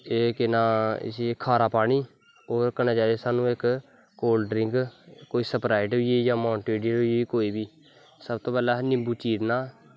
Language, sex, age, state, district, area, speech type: Dogri, male, 18-30, Jammu and Kashmir, Kathua, rural, spontaneous